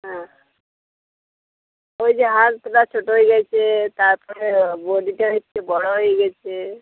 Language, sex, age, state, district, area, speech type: Bengali, female, 30-45, West Bengal, Uttar Dinajpur, rural, conversation